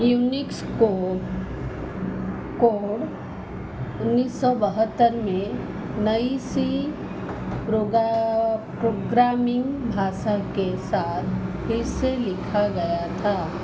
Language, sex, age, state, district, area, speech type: Hindi, female, 45-60, Madhya Pradesh, Chhindwara, rural, read